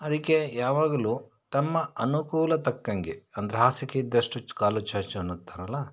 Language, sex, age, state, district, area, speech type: Kannada, male, 30-45, Karnataka, Shimoga, rural, spontaneous